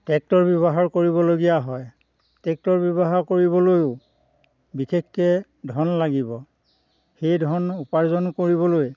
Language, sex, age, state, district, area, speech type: Assamese, male, 60+, Assam, Dhemaji, rural, spontaneous